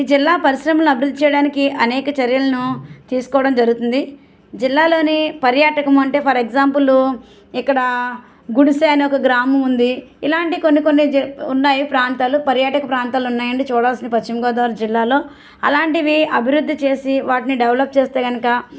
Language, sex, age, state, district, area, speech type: Telugu, female, 60+, Andhra Pradesh, West Godavari, rural, spontaneous